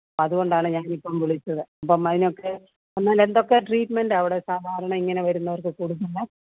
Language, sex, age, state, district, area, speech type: Malayalam, female, 60+, Kerala, Pathanamthitta, rural, conversation